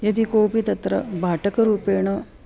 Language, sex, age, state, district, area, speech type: Sanskrit, female, 45-60, Maharashtra, Nagpur, urban, spontaneous